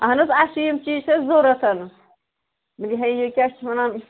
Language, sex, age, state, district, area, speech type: Kashmiri, male, 30-45, Jammu and Kashmir, Srinagar, urban, conversation